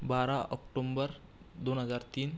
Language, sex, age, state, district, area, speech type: Marathi, male, 18-30, Maharashtra, Buldhana, urban, spontaneous